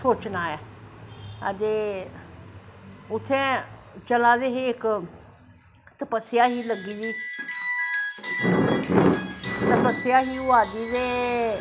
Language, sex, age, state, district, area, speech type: Dogri, male, 45-60, Jammu and Kashmir, Jammu, urban, spontaneous